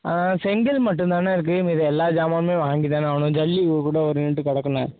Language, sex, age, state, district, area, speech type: Tamil, male, 30-45, Tamil Nadu, Mayiladuthurai, rural, conversation